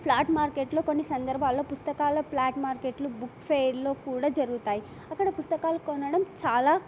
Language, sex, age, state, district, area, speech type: Telugu, female, 18-30, Telangana, Nagarkurnool, urban, spontaneous